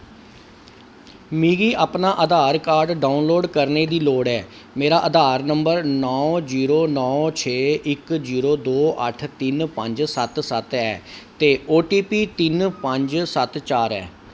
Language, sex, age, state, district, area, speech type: Dogri, male, 45-60, Jammu and Kashmir, Kathua, urban, read